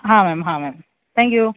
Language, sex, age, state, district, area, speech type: Marathi, male, 18-30, Maharashtra, Thane, urban, conversation